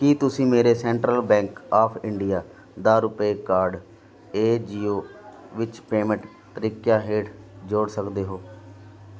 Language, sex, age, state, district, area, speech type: Punjabi, male, 18-30, Punjab, Muktsar, rural, read